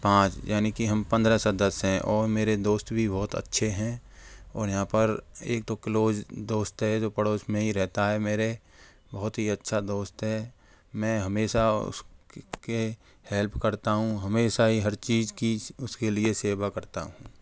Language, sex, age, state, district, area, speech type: Hindi, male, 45-60, Rajasthan, Karauli, rural, spontaneous